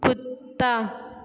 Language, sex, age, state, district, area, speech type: Hindi, female, 18-30, Uttar Pradesh, Sonbhadra, rural, read